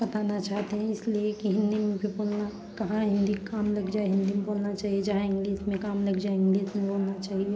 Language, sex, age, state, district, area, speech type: Hindi, female, 30-45, Uttar Pradesh, Prayagraj, urban, spontaneous